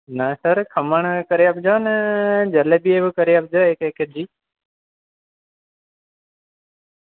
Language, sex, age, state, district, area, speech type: Gujarati, male, 18-30, Gujarat, Surat, urban, conversation